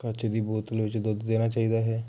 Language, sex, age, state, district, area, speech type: Punjabi, male, 18-30, Punjab, Hoshiarpur, rural, spontaneous